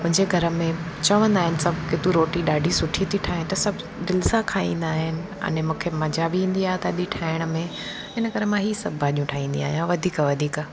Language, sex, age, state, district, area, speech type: Sindhi, female, 30-45, Gujarat, Junagadh, urban, spontaneous